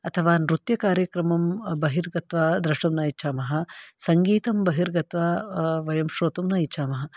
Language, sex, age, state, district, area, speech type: Sanskrit, female, 45-60, Karnataka, Bangalore Urban, urban, spontaneous